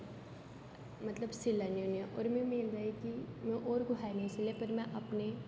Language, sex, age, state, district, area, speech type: Dogri, female, 18-30, Jammu and Kashmir, Jammu, urban, spontaneous